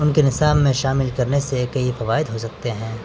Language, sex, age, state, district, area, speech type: Urdu, male, 18-30, Delhi, North West Delhi, urban, spontaneous